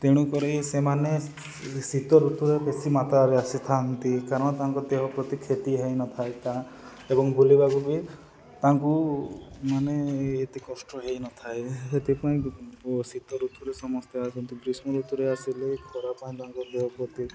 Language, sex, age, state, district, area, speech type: Odia, male, 30-45, Odisha, Nabarangpur, urban, spontaneous